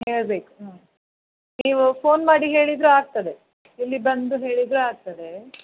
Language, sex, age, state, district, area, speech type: Kannada, female, 30-45, Karnataka, Udupi, rural, conversation